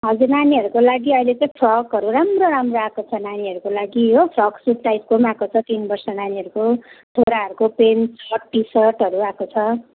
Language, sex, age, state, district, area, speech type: Nepali, female, 30-45, West Bengal, Darjeeling, rural, conversation